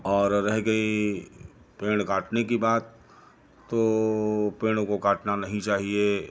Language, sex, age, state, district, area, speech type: Hindi, male, 60+, Uttar Pradesh, Lucknow, rural, spontaneous